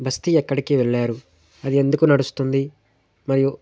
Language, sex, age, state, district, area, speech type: Telugu, male, 18-30, Telangana, Sangareddy, urban, spontaneous